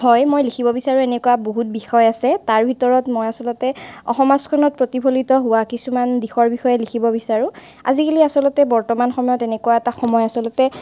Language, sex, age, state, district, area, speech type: Assamese, female, 18-30, Assam, Nalbari, rural, spontaneous